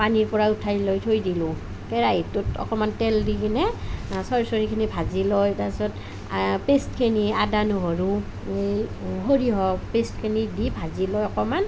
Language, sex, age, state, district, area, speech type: Assamese, female, 30-45, Assam, Nalbari, rural, spontaneous